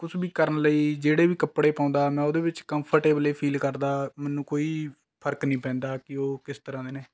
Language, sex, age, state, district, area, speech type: Punjabi, male, 18-30, Punjab, Rupnagar, rural, spontaneous